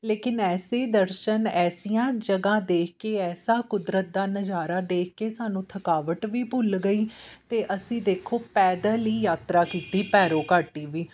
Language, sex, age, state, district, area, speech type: Punjabi, female, 30-45, Punjab, Amritsar, urban, spontaneous